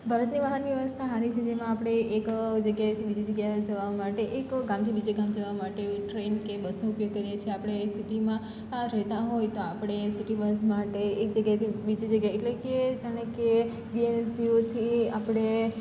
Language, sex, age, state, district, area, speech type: Gujarati, female, 18-30, Gujarat, Surat, rural, spontaneous